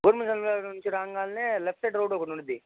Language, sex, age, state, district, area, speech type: Telugu, male, 30-45, Andhra Pradesh, Bapatla, rural, conversation